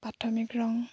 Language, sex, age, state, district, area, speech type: Assamese, female, 18-30, Assam, Lakhimpur, rural, spontaneous